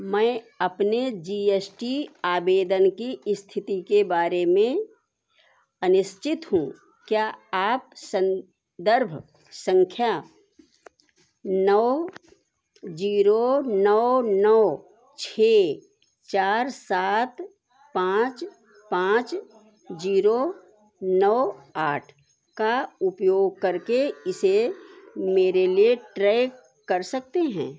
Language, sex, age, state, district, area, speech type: Hindi, female, 60+, Uttar Pradesh, Sitapur, rural, read